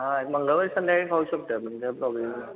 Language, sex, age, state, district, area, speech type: Marathi, male, 18-30, Maharashtra, Kolhapur, urban, conversation